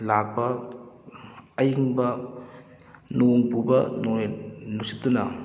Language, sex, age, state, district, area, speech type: Manipuri, male, 30-45, Manipur, Kakching, rural, spontaneous